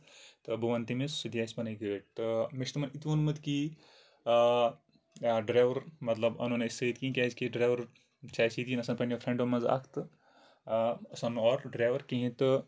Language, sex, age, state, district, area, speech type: Kashmiri, male, 30-45, Jammu and Kashmir, Kupwara, rural, spontaneous